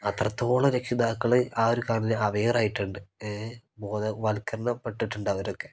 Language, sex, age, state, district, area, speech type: Malayalam, male, 18-30, Kerala, Kozhikode, rural, spontaneous